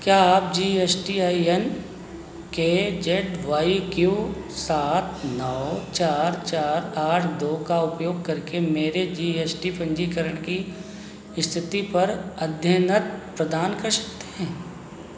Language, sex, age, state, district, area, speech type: Hindi, male, 45-60, Uttar Pradesh, Sitapur, rural, read